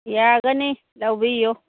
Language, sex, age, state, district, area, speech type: Manipuri, female, 60+, Manipur, Churachandpur, urban, conversation